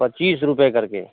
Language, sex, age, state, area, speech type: Hindi, male, 60+, Bihar, urban, conversation